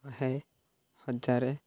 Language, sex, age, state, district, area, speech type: Odia, male, 18-30, Odisha, Jagatsinghpur, rural, spontaneous